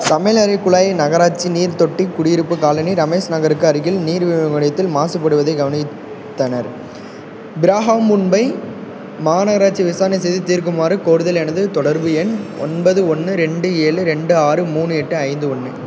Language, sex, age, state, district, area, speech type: Tamil, male, 18-30, Tamil Nadu, Perambalur, rural, read